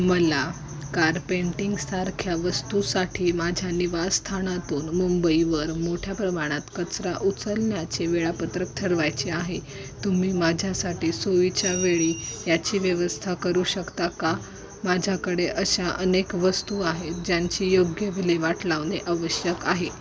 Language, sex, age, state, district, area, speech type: Marathi, female, 18-30, Maharashtra, Osmanabad, rural, read